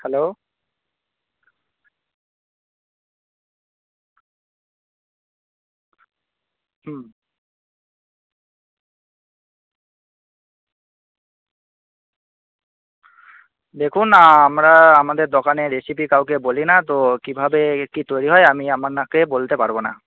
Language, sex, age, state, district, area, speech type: Bengali, male, 18-30, West Bengal, Paschim Medinipur, rural, conversation